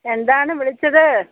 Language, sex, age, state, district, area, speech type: Malayalam, female, 45-60, Kerala, Kollam, rural, conversation